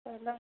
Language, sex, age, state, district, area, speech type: Hindi, female, 30-45, Uttar Pradesh, Jaunpur, rural, conversation